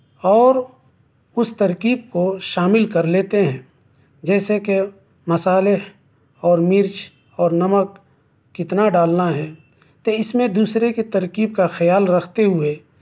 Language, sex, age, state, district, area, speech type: Urdu, male, 30-45, Bihar, East Champaran, rural, spontaneous